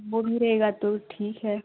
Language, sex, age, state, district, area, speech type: Hindi, female, 18-30, Uttar Pradesh, Jaunpur, urban, conversation